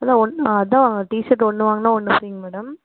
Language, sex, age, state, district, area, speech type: Tamil, female, 18-30, Tamil Nadu, Erode, rural, conversation